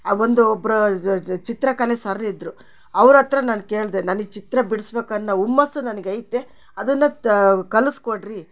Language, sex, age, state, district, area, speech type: Kannada, female, 60+, Karnataka, Chitradurga, rural, spontaneous